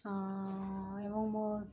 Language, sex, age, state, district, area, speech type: Odia, female, 30-45, Odisha, Sundergarh, urban, spontaneous